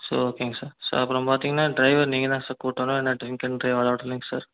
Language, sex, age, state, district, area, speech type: Tamil, male, 18-30, Tamil Nadu, Erode, rural, conversation